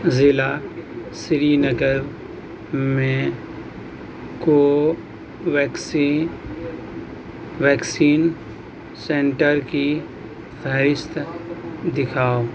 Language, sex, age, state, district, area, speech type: Urdu, male, 18-30, Bihar, Purnia, rural, read